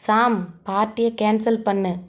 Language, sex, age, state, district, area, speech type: Tamil, female, 30-45, Tamil Nadu, Ariyalur, rural, read